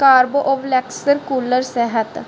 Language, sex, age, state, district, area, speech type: Punjabi, female, 30-45, Punjab, Barnala, rural, spontaneous